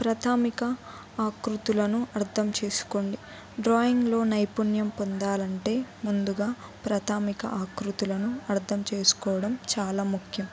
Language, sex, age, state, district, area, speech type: Telugu, female, 18-30, Telangana, Jayashankar, urban, spontaneous